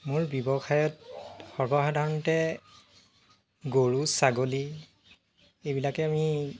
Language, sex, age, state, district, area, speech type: Assamese, male, 30-45, Assam, Jorhat, urban, spontaneous